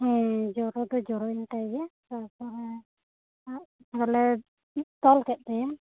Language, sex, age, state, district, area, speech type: Santali, female, 18-30, West Bengal, Bankura, rural, conversation